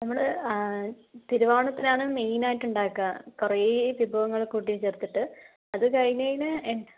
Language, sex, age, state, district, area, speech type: Malayalam, female, 60+, Kerala, Palakkad, rural, conversation